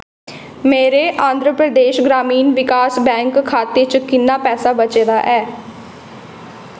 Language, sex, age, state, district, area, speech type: Dogri, female, 18-30, Jammu and Kashmir, Jammu, urban, read